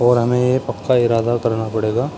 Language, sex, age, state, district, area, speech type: Urdu, male, 30-45, Uttar Pradesh, Muzaffarnagar, urban, spontaneous